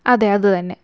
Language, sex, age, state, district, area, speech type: Malayalam, female, 18-30, Kerala, Thiruvananthapuram, urban, spontaneous